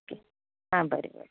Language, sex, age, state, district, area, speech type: Goan Konkani, female, 45-60, Goa, Ponda, rural, conversation